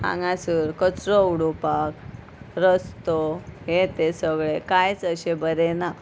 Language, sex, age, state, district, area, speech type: Goan Konkani, female, 30-45, Goa, Ponda, rural, spontaneous